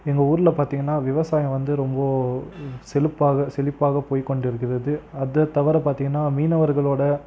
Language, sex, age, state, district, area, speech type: Tamil, male, 18-30, Tamil Nadu, Krishnagiri, rural, spontaneous